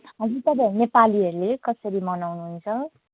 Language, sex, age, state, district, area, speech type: Nepali, female, 18-30, West Bengal, Jalpaiguri, rural, conversation